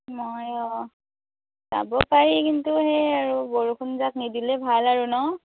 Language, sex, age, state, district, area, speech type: Assamese, female, 18-30, Assam, Morigaon, rural, conversation